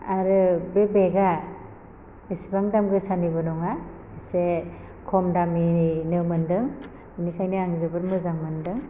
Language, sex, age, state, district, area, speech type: Bodo, female, 30-45, Assam, Chirang, rural, spontaneous